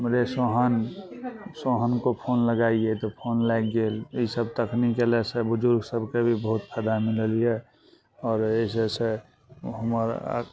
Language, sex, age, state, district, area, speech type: Maithili, male, 45-60, Bihar, Araria, rural, spontaneous